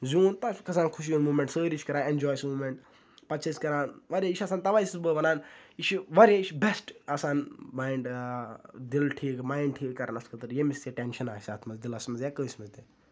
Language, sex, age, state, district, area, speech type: Kashmiri, male, 18-30, Jammu and Kashmir, Ganderbal, rural, spontaneous